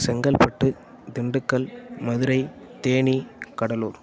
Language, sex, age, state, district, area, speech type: Tamil, male, 18-30, Tamil Nadu, Mayiladuthurai, urban, spontaneous